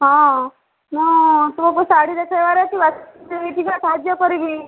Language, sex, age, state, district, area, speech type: Odia, female, 30-45, Odisha, Sambalpur, rural, conversation